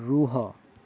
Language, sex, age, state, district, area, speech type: Odia, male, 18-30, Odisha, Balangir, urban, read